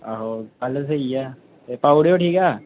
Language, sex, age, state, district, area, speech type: Dogri, male, 18-30, Jammu and Kashmir, Kathua, rural, conversation